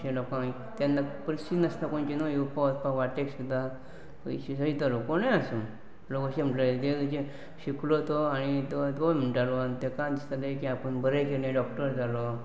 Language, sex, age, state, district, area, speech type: Goan Konkani, male, 45-60, Goa, Pernem, rural, spontaneous